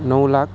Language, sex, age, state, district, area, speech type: Nepali, male, 18-30, West Bengal, Alipurduar, urban, spontaneous